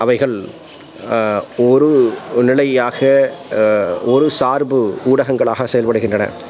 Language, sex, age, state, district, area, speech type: Tamil, male, 45-60, Tamil Nadu, Salem, rural, spontaneous